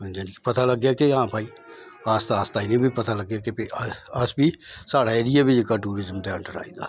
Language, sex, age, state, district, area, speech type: Dogri, male, 60+, Jammu and Kashmir, Udhampur, rural, spontaneous